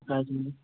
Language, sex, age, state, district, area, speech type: Hindi, male, 30-45, Madhya Pradesh, Jabalpur, urban, conversation